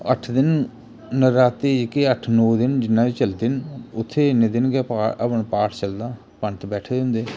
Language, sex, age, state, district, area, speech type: Dogri, male, 30-45, Jammu and Kashmir, Jammu, rural, spontaneous